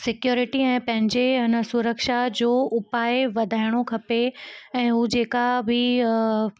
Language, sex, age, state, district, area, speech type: Sindhi, female, 18-30, Gujarat, Kutch, urban, spontaneous